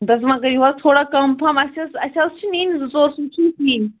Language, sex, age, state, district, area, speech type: Kashmiri, female, 30-45, Jammu and Kashmir, Pulwama, rural, conversation